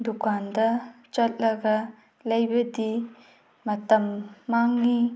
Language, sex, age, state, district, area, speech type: Manipuri, female, 30-45, Manipur, Tengnoupal, rural, spontaneous